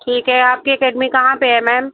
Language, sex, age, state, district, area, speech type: Hindi, female, 60+, Uttar Pradesh, Sitapur, rural, conversation